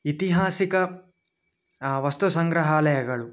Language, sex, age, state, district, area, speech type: Kannada, male, 18-30, Karnataka, Dakshina Kannada, urban, spontaneous